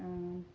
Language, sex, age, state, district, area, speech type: Assamese, female, 30-45, Assam, Charaideo, rural, spontaneous